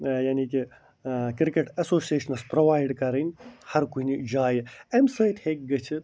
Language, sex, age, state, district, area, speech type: Kashmiri, male, 60+, Jammu and Kashmir, Ganderbal, rural, spontaneous